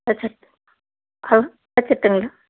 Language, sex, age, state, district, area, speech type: Tamil, female, 60+, Tamil Nadu, Erode, urban, conversation